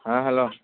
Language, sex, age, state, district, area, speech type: Manipuri, male, 18-30, Manipur, Churachandpur, rural, conversation